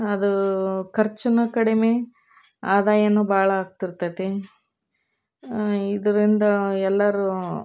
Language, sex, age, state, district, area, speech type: Kannada, female, 30-45, Karnataka, Koppal, urban, spontaneous